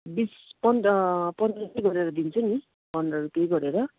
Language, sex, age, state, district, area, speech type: Nepali, female, 30-45, West Bengal, Darjeeling, rural, conversation